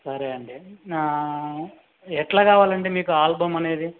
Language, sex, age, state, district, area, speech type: Telugu, male, 30-45, Andhra Pradesh, Chittoor, urban, conversation